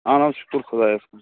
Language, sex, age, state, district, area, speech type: Kashmiri, male, 30-45, Jammu and Kashmir, Srinagar, urban, conversation